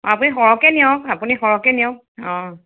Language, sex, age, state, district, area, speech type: Assamese, female, 30-45, Assam, Sonitpur, urban, conversation